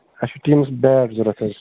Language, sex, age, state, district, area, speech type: Kashmiri, male, 30-45, Jammu and Kashmir, Bandipora, rural, conversation